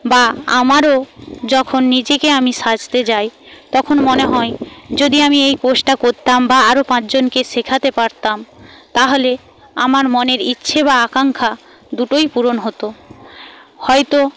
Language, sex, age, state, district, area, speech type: Bengali, female, 45-60, West Bengal, Paschim Medinipur, rural, spontaneous